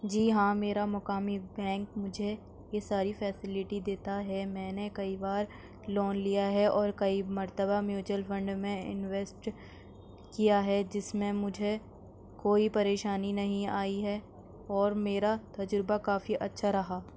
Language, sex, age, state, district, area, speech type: Urdu, female, 45-60, Delhi, Central Delhi, urban, spontaneous